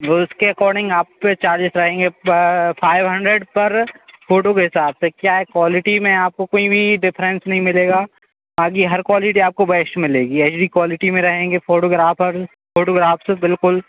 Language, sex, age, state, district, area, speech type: Hindi, male, 18-30, Madhya Pradesh, Hoshangabad, urban, conversation